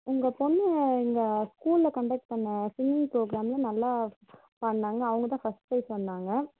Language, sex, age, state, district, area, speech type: Tamil, female, 18-30, Tamil Nadu, Tirupattur, urban, conversation